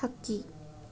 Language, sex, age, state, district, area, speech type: Kannada, female, 30-45, Karnataka, Bangalore Urban, urban, read